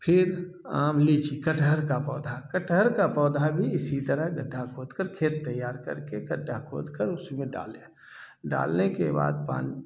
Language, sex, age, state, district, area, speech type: Hindi, male, 60+, Bihar, Samastipur, urban, spontaneous